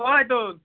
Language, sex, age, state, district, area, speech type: Assamese, male, 18-30, Assam, Barpeta, rural, conversation